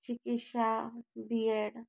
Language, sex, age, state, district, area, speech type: Hindi, female, 18-30, Rajasthan, Karauli, rural, spontaneous